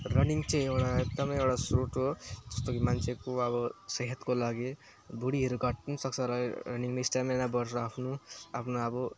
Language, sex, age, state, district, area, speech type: Nepali, male, 18-30, West Bengal, Alipurduar, urban, spontaneous